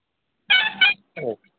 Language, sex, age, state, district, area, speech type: Bodo, male, 18-30, Assam, Udalguri, urban, conversation